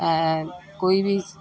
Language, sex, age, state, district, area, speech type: Sindhi, female, 60+, Delhi, South Delhi, urban, spontaneous